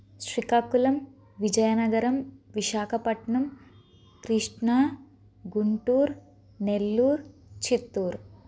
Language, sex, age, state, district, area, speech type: Telugu, female, 30-45, Andhra Pradesh, Palnadu, urban, spontaneous